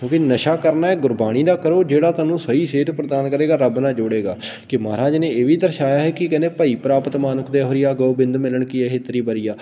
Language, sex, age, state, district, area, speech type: Punjabi, male, 18-30, Punjab, Patiala, rural, spontaneous